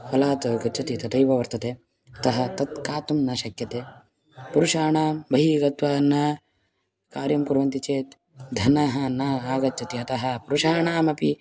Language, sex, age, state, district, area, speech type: Sanskrit, male, 18-30, Karnataka, Haveri, urban, spontaneous